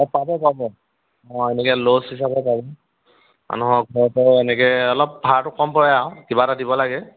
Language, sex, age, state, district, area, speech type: Assamese, male, 45-60, Assam, Dhemaji, rural, conversation